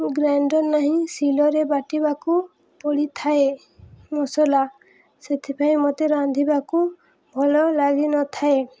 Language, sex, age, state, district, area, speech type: Odia, female, 18-30, Odisha, Subarnapur, urban, spontaneous